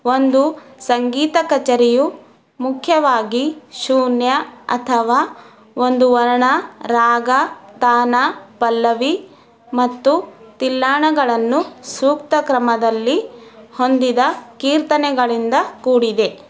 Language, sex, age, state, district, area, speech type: Kannada, female, 30-45, Karnataka, Bidar, urban, read